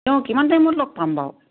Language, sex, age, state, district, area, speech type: Assamese, female, 60+, Assam, Dibrugarh, rural, conversation